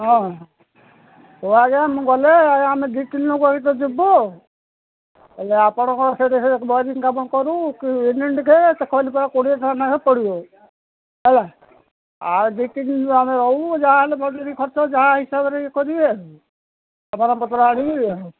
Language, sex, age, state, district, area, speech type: Odia, male, 60+, Odisha, Gajapati, rural, conversation